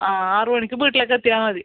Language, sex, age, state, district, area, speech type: Malayalam, female, 30-45, Kerala, Kasaragod, rural, conversation